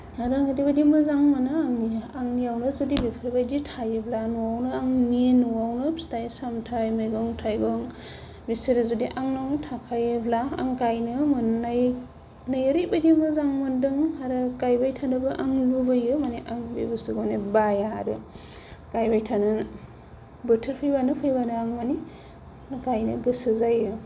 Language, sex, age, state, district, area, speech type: Bodo, female, 30-45, Assam, Kokrajhar, rural, spontaneous